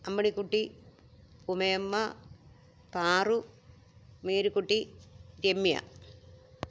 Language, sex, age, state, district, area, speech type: Malayalam, female, 60+, Kerala, Alappuzha, rural, spontaneous